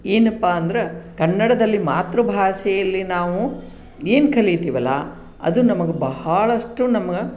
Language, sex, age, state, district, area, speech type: Kannada, female, 60+, Karnataka, Koppal, rural, spontaneous